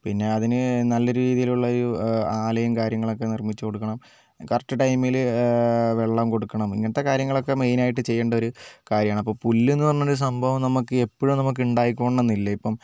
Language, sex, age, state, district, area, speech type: Malayalam, male, 45-60, Kerala, Wayanad, rural, spontaneous